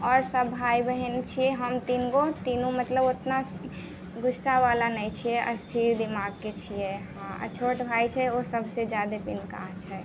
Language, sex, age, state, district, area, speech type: Maithili, female, 18-30, Bihar, Muzaffarpur, rural, spontaneous